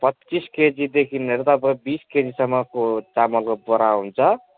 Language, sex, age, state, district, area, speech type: Nepali, male, 18-30, West Bengal, Jalpaiguri, rural, conversation